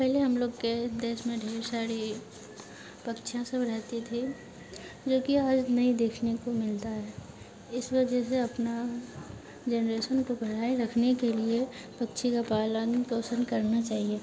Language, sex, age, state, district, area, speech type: Hindi, female, 18-30, Bihar, Madhepura, rural, spontaneous